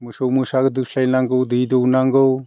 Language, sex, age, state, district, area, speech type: Bodo, male, 60+, Assam, Chirang, rural, spontaneous